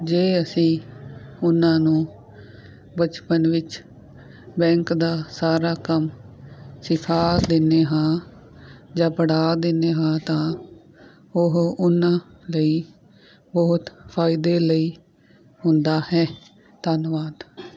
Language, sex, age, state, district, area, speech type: Punjabi, female, 30-45, Punjab, Fazilka, rural, spontaneous